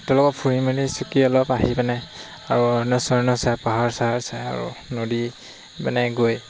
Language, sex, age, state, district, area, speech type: Assamese, male, 18-30, Assam, Lakhimpur, rural, spontaneous